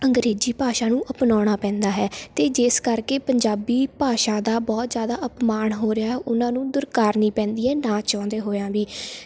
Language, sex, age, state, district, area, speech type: Punjabi, female, 18-30, Punjab, Shaheed Bhagat Singh Nagar, rural, spontaneous